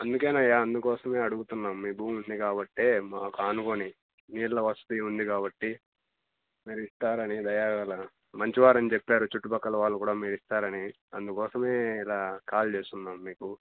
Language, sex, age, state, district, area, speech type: Telugu, male, 18-30, Andhra Pradesh, Annamaya, rural, conversation